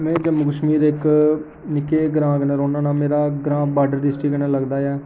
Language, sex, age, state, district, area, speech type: Dogri, male, 18-30, Jammu and Kashmir, Jammu, urban, spontaneous